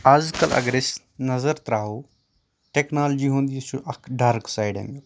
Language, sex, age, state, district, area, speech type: Kashmiri, male, 18-30, Jammu and Kashmir, Anantnag, rural, spontaneous